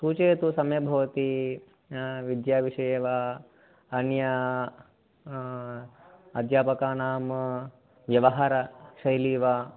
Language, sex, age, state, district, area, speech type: Sanskrit, male, 30-45, Telangana, Ranga Reddy, urban, conversation